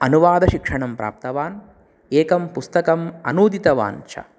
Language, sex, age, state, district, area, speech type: Sanskrit, male, 30-45, Telangana, Nizamabad, urban, spontaneous